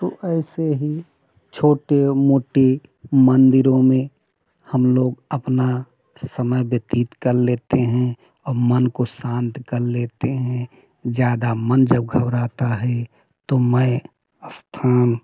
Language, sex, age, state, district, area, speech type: Hindi, male, 45-60, Uttar Pradesh, Prayagraj, urban, spontaneous